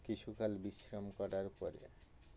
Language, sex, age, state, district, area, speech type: Bengali, male, 60+, West Bengal, Birbhum, urban, spontaneous